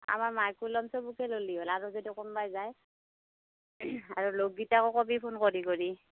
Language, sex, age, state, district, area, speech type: Assamese, female, 45-60, Assam, Darrang, rural, conversation